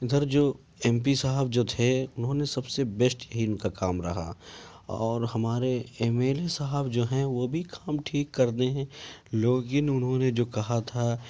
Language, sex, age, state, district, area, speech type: Urdu, male, 30-45, Uttar Pradesh, Ghaziabad, urban, spontaneous